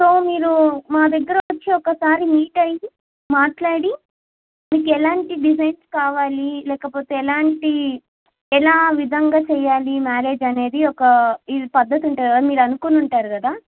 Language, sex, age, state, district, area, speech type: Telugu, female, 18-30, Telangana, Mancherial, rural, conversation